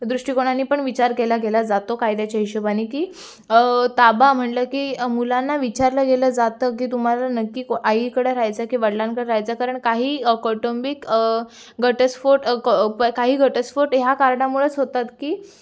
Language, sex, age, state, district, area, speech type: Marathi, female, 18-30, Maharashtra, Raigad, urban, spontaneous